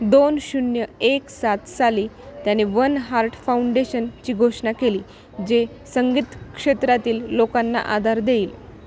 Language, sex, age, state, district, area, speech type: Marathi, female, 18-30, Maharashtra, Nanded, rural, read